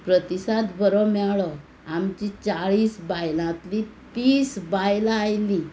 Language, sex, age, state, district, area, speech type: Goan Konkani, female, 45-60, Goa, Tiswadi, rural, spontaneous